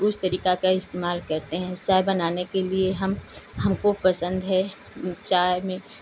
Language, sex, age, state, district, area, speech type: Hindi, female, 18-30, Uttar Pradesh, Ghazipur, urban, spontaneous